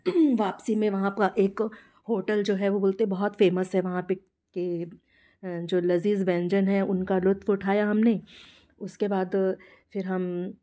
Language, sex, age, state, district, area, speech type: Hindi, female, 45-60, Madhya Pradesh, Jabalpur, urban, spontaneous